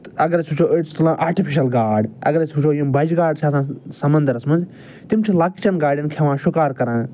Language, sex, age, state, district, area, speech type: Kashmiri, male, 45-60, Jammu and Kashmir, Ganderbal, urban, spontaneous